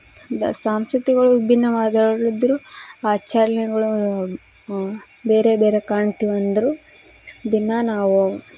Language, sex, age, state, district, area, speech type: Kannada, female, 18-30, Karnataka, Koppal, rural, spontaneous